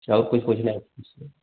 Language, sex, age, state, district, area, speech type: Hindi, male, 30-45, Uttar Pradesh, Azamgarh, rural, conversation